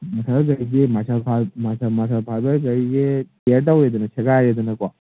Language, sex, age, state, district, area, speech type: Manipuri, male, 18-30, Manipur, Kangpokpi, urban, conversation